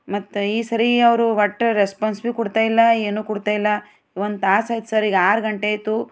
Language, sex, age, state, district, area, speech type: Kannada, female, 45-60, Karnataka, Bidar, urban, spontaneous